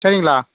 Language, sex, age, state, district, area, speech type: Tamil, male, 30-45, Tamil Nadu, Nagapattinam, rural, conversation